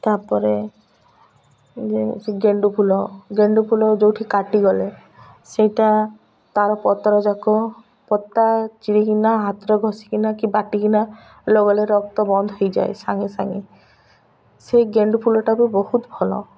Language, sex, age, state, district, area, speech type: Odia, female, 45-60, Odisha, Malkangiri, urban, spontaneous